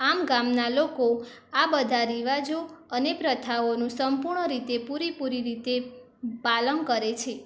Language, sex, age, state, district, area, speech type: Gujarati, female, 18-30, Gujarat, Mehsana, rural, spontaneous